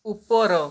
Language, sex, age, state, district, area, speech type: Odia, male, 18-30, Odisha, Balasore, rural, read